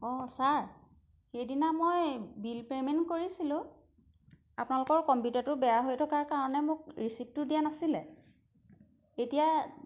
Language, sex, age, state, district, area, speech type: Assamese, female, 30-45, Assam, Majuli, urban, spontaneous